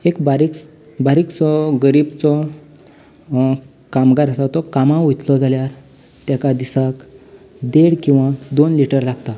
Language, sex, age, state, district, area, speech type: Goan Konkani, male, 18-30, Goa, Canacona, rural, spontaneous